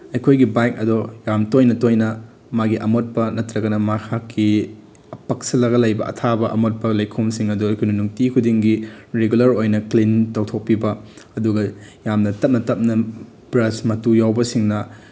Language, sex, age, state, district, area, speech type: Manipuri, male, 18-30, Manipur, Bishnupur, rural, spontaneous